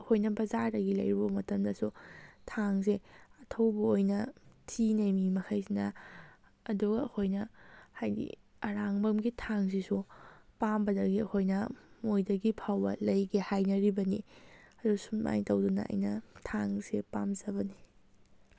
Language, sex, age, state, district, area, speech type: Manipuri, female, 18-30, Manipur, Kakching, rural, spontaneous